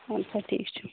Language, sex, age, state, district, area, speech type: Kashmiri, female, 18-30, Jammu and Kashmir, Budgam, rural, conversation